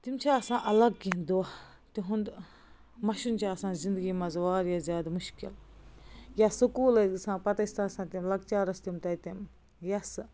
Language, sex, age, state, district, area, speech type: Kashmiri, female, 18-30, Jammu and Kashmir, Baramulla, rural, spontaneous